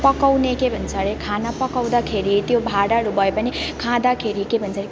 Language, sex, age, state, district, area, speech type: Nepali, female, 18-30, West Bengal, Alipurduar, urban, spontaneous